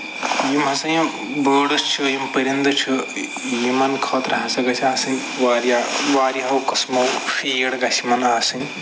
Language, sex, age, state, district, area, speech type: Kashmiri, male, 45-60, Jammu and Kashmir, Srinagar, urban, spontaneous